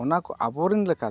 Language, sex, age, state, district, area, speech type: Santali, male, 45-60, Odisha, Mayurbhanj, rural, spontaneous